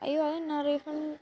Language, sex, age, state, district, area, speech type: Malayalam, female, 18-30, Kerala, Kottayam, rural, spontaneous